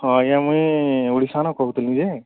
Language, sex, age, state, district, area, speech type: Odia, male, 45-60, Odisha, Nuapada, urban, conversation